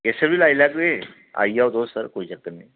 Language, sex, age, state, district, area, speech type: Dogri, male, 30-45, Jammu and Kashmir, Reasi, rural, conversation